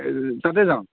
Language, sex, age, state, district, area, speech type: Assamese, male, 18-30, Assam, Nagaon, rural, conversation